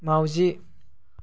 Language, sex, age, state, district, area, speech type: Bodo, male, 30-45, Assam, Chirang, rural, read